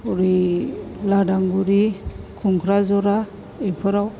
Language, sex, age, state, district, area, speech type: Bodo, female, 60+, Assam, Chirang, rural, spontaneous